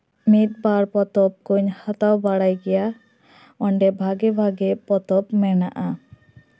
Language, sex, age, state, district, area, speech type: Santali, female, 18-30, West Bengal, Purba Bardhaman, rural, spontaneous